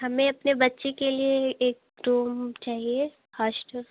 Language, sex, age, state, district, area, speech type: Hindi, female, 18-30, Uttar Pradesh, Bhadohi, urban, conversation